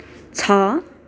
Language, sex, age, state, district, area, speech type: Nepali, female, 18-30, West Bengal, Darjeeling, rural, read